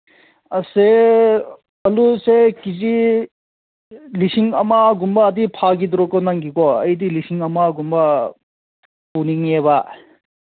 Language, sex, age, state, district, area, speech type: Manipuri, male, 18-30, Manipur, Senapati, rural, conversation